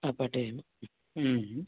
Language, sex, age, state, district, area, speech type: Sanskrit, male, 18-30, Karnataka, Haveri, urban, conversation